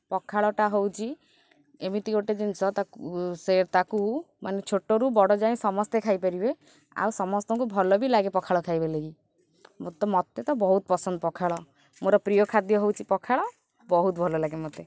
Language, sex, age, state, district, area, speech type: Odia, female, 18-30, Odisha, Kendrapara, urban, spontaneous